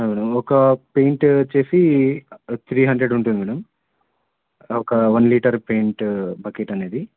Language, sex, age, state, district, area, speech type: Telugu, male, 18-30, Andhra Pradesh, Anantapur, urban, conversation